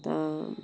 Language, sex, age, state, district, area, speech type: Maithili, female, 45-60, Bihar, Madhubani, rural, spontaneous